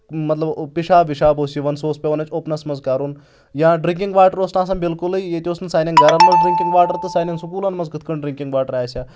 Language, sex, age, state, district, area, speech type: Kashmiri, male, 18-30, Jammu and Kashmir, Anantnag, rural, spontaneous